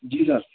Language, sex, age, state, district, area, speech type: Urdu, male, 30-45, Delhi, Central Delhi, urban, conversation